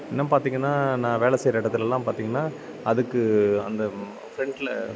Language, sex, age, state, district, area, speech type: Tamil, male, 30-45, Tamil Nadu, Thanjavur, rural, spontaneous